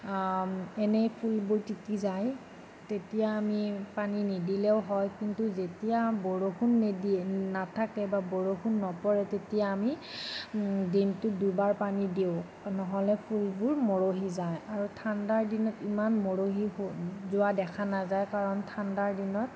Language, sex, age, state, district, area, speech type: Assamese, female, 30-45, Assam, Nagaon, urban, spontaneous